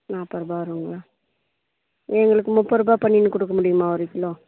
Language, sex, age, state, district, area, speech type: Tamil, female, 30-45, Tamil Nadu, Ranipet, urban, conversation